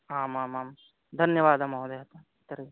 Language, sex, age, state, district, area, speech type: Sanskrit, male, 18-30, Bihar, East Champaran, rural, conversation